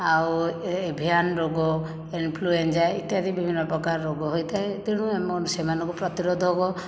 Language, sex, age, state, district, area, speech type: Odia, female, 60+, Odisha, Jajpur, rural, spontaneous